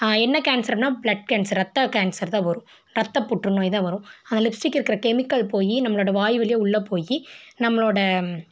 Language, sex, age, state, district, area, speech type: Tamil, female, 18-30, Tamil Nadu, Tiruppur, rural, spontaneous